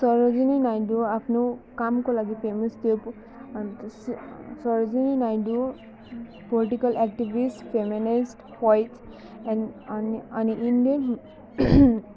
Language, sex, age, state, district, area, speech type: Nepali, female, 30-45, West Bengal, Alipurduar, urban, spontaneous